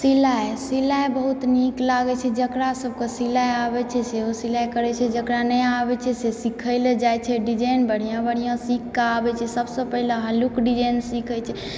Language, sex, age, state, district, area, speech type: Maithili, female, 45-60, Bihar, Supaul, rural, spontaneous